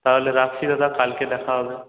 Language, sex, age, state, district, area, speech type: Bengali, male, 18-30, West Bengal, Purulia, urban, conversation